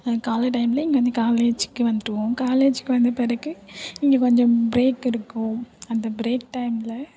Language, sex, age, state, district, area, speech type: Tamil, female, 18-30, Tamil Nadu, Thanjavur, urban, spontaneous